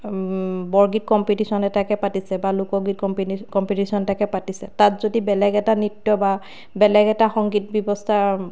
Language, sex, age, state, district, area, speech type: Assamese, female, 30-45, Assam, Sivasagar, rural, spontaneous